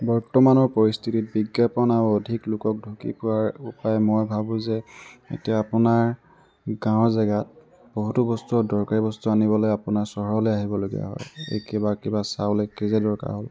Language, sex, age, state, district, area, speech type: Assamese, male, 18-30, Assam, Tinsukia, urban, spontaneous